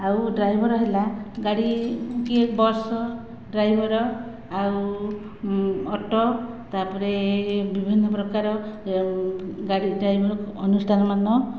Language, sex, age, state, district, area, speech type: Odia, female, 45-60, Odisha, Khordha, rural, spontaneous